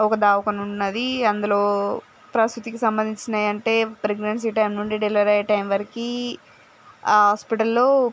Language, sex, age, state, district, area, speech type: Telugu, female, 18-30, Andhra Pradesh, Srikakulam, urban, spontaneous